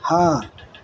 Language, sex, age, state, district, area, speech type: Urdu, male, 60+, Bihar, Madhubani, rural, spontaneous